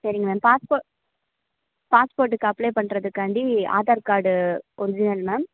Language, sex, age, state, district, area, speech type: Tamil, female, 18-30, Tamil Nadu, Sivaganga, rural, conversation